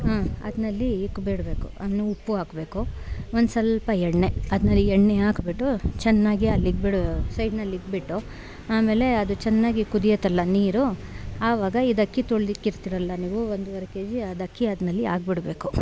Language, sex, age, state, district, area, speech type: Kannada, female, 30-45, Karnataka, Bangalore Rural, rural, spontaneous